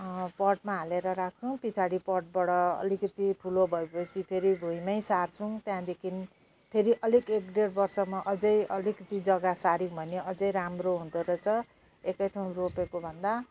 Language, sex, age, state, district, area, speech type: Nepali, female, 45-60, West Bengal, Jalpaiguri, rural, spontaneous